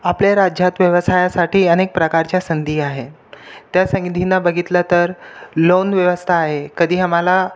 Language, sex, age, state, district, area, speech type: Marathi, other, 18-30, Maharashtra, Buldhana, urban, spontaneous